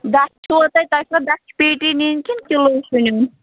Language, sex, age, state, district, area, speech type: Kashmiri, female, 30-45, Jammu and Kashmir, Kulgam, rural, conversation